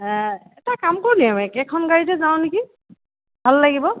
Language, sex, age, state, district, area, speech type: Assamese, female, 45-60, Assam, Tinsukia, rural, conversation